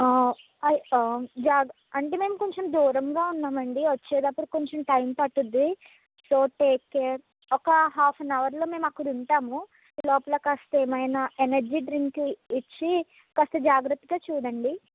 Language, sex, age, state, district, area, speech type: Telugu, female, 45-60, Andhra Pradesh, Eluru, rural, conversation